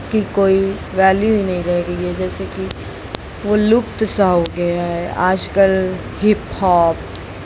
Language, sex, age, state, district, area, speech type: Hindi, female, 18-30, Madhya Pradesh, Jabalpur, urban, spontaneous